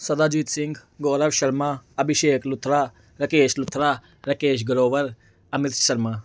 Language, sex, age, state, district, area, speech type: Punjabi, male, 18-30, Punjab, Amritsar, urban, spontaneous